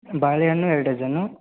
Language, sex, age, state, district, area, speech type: Kannada, male, 18-30, Karnataka, Bagalkot, rural, conversation